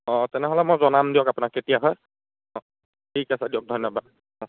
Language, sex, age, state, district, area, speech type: Assamese, male, 30-45, Assam, Biswanath, rural, conversation